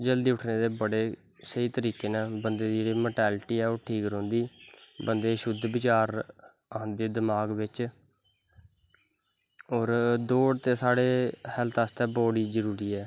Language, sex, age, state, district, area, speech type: Dogri, male, 18-30, Jammu and Kashmir, Kathua, rural, spontaneous